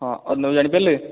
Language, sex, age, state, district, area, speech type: Odia, male, 18-30, Odisha, Dhenkanal, urban, conversation